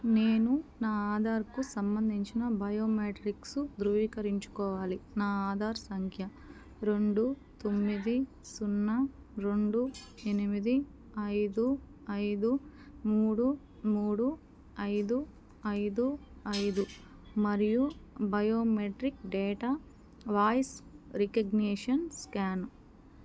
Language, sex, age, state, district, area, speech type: Telugu, female, 18-30, Andhra Pradesh, Eluru, urban, read